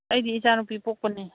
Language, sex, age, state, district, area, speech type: Manipuri, female, 45-60, Manipur, Imphal East, rural, conversation